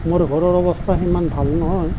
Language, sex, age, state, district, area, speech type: Assamese, male, 60+, Assam, Nalbari, rural, spontaneous